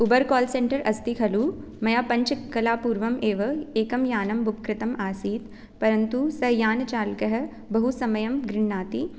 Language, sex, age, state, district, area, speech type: Sanskrit, female, 18-30, Rajasthan, Jaipur, urban, spontaneous